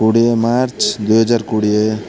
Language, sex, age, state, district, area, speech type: Odia, male, 30-45, Odisha, Malkangiri, urban, spontaneous